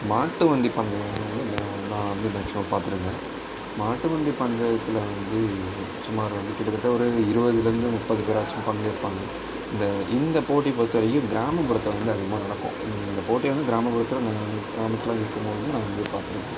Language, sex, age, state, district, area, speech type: Tamil, male, 30-45, Tamil Nadu, Tiruvarur, rural, spontaneous